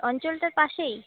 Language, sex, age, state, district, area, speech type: Bengali, female, 18-30, West Bengal, Jalpaiguri, rural, conversation